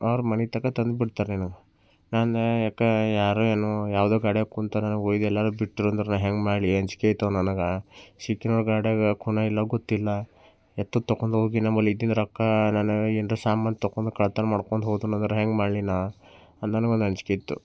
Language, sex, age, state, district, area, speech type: Kannada, male, 18-30, Karnataka, Bidar, urban, spontaneous